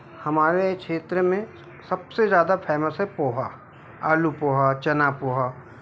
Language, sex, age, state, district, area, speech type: Hindi, male, 45-60, Madhya Pradesh, Balaghat, rural, spontaneous